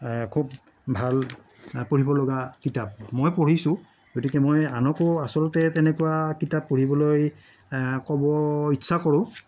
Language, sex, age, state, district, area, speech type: Assamese, male, 60+, Assam, Morigaon, rural, spontaneous